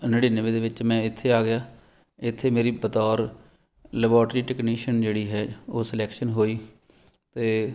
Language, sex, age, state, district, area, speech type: Punjabi, male, 45-60, Punjab, Fatehgarh Sahib, urban, spontaneous